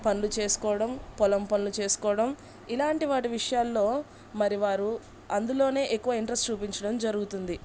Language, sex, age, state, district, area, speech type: Telugu, female, 30-45, Andhra Pradesh, Bapatla, rural, spontaneous